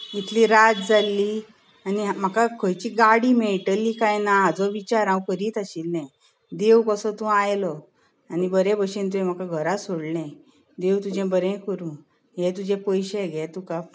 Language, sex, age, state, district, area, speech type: Goan Konkani, female, 45-60, Goa, Bardez, urban, spontaneous